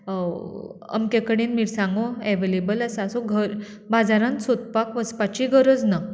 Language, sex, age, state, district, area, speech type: Goan Konkani, female, 30-45, Goa, Bardez, urban, spontaneous